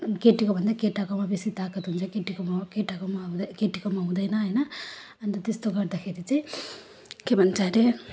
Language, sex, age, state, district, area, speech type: Nepali, female, 30-45, West Bengal, Jalpaiguri, rural, spontaneous